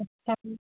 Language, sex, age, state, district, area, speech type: Hindi, female, 45-60, Uttar Pradesh, Hardoi, rural, conversation